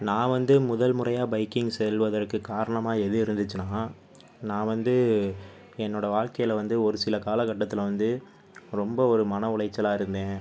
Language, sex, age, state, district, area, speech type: Tamil, male, 30-45, Tamil Nadu, Pudukkottai, rural, spontaneous